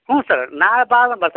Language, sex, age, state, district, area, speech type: Kannada, male, 30-45, Karnataka, Dharwad, rural, conversation